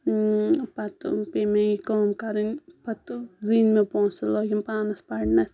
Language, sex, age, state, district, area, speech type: Kashmiri, female, 18-30, Jammu and Kashmir, Anantnag, rural, spontaneous